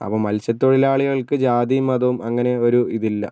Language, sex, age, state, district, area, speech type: Malayalam, male, 18-30, Kerala, Kozhikode, urban, spontaneous